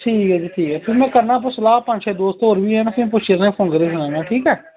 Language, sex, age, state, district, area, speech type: Dogri, male, 30-45, Jammu and Kashmir, Samba, rural, conversation